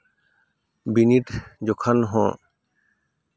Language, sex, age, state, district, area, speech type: Santali, male, 30-45, West Bengal, Paschim Bardhaman, urban, spontaneous